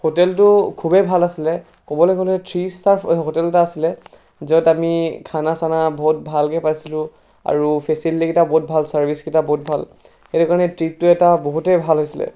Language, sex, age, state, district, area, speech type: Assamese, male, 18-30, Assam, Charaideo, urban, spontaneous